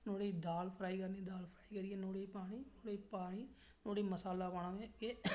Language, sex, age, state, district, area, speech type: Dogri, male, 30-45, Jammu and Kashmir, Reasi, rural, spontaneous